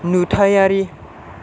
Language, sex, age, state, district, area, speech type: Bodo, male, 18-30, Assam, Chirang, rural, read